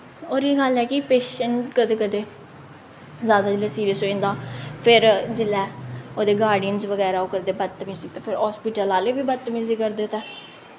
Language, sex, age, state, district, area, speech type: Dogri, female, 18-30, Jammu and Kashmir, Jammu, urban, spontaneous